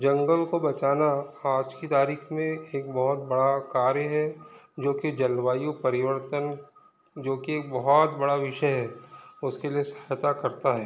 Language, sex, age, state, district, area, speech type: Hindi, male, 45-60, Madhya Pradesh, Balaghat, rural, spontaneous